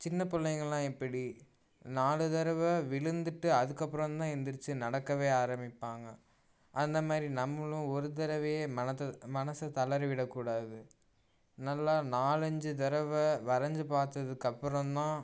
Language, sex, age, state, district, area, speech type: Tamil, male, 18-30, Tamil Nadu, Tiruchirappalli, rural, spontaneous